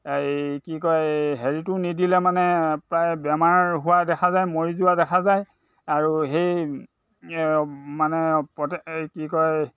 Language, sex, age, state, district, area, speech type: Assamese, male, 60+, Assam, Dhemaji, urban, spontaneous